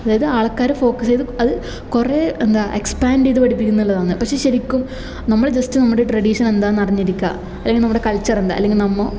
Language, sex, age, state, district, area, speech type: Malayalam, female, 18-30, Kerala, Kasaragod, rural, spontaneous